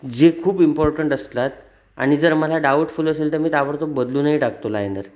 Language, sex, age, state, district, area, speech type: Marathi, male, 30-45, Maharashtra, Sindhudurg, rural, spontaneous